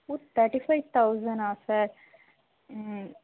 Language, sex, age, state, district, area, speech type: Tamil, female, 30-45, Tamil Nadu, Tirunelveli, urban, conversation